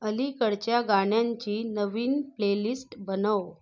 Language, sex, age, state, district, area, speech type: Marathi, female, 30-45, Maharashtra, Nagpur, urban, read